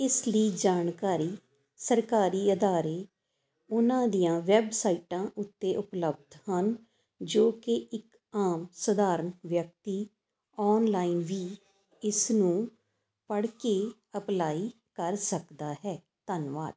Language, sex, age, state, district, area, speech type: Punjabi, female, 45-60, Punjab, Fazilka, rural, spontaneous